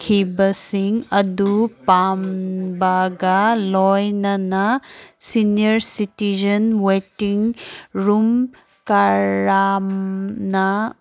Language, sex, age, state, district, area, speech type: Manipuri, female, 18-30, Manipur, Kangpokpi, urban, read